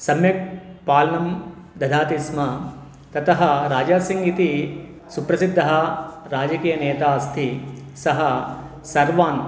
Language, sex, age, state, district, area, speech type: Sanskrit, male, 30-45, Telangana, Medchal, urban, spontaneous